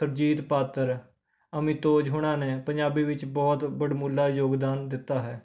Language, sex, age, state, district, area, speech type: Punjabi, male, 18-30, Punjab, Rupnagar, rural, spontaneous